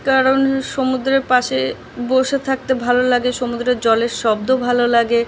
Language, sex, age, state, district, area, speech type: Bengali, female, 18-30, West Bengal, South 24 Parganas, urban, spontaneous